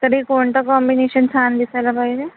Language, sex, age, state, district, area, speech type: Marathi, female, 18-30, Maharashtra, Nagpur, urban, conversation